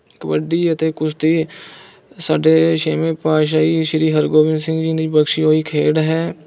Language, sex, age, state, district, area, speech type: Punjabi, male, 18-30, Punjab, Mohali, rural, spontaneous